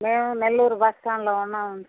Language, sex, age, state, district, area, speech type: Telugu, female, 60+, Andhra Pradesh, Nellore, rural, conversation